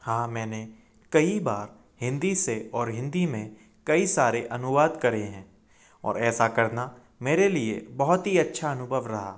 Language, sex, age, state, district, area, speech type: Hindi, male, 18-30, Madhya Pradesh, Indore, urban, spontaneous